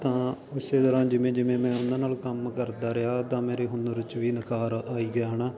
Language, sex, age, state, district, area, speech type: Punjabi, male, 18-30, Punjab, Faridkot, rural, spontaneous